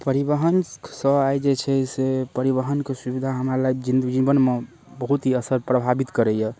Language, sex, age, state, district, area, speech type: Maithili, male, 18-30, Bihar, Darbhanga, rural, spontaneous